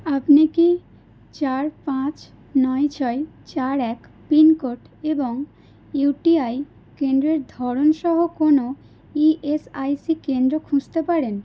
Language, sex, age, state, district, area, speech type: Bengali, female, 18-30, West Bengal, Howrah, urban, read